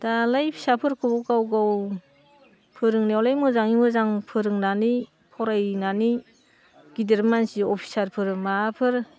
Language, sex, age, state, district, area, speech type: Bodo, female, 45-60, Assam, Udalguri, rural, spontaneous